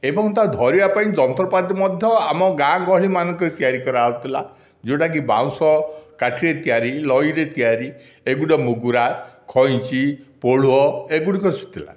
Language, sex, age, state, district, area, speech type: Odia, male, 60+, Odisha, Dhenkanal, rural, spontaneous